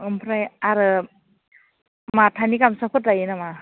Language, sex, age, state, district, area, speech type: Bodo, female, 30-45, Assam, Baksa, rural, conversation